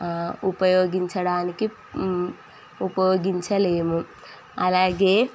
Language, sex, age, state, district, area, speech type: Telugu, female, 18-30, Telangana, Sangareddy, urban, spontaneous